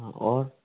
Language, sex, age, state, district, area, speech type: Hindi, male, 45-60, Rajasthan, Karauli, rural, conversation